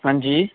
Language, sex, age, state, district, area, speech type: Punjabi, male, 30-45, Punjab, Kapurthala, rural, conversation